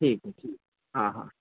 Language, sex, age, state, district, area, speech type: Urdu, male, 30-45, Uttar Pradesh, Azamgarh, rural, conversation